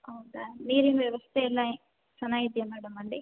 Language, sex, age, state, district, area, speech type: Kannada, female, 18-30, Karnataka, Chitradurga, rural, conversation